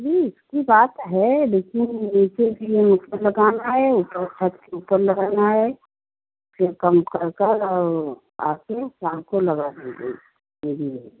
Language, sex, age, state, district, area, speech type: Hindi, female, 30-45, Uttar Pradesh, Jaunpur, rural, conversation